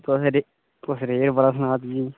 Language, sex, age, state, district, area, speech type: Dogri, male, 18-30, Jammu and Kashmir, Udhampur, rural, conversation